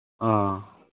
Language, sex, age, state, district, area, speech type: Manipuri, male, 18-30, Manipur, Chandel, rural, conversation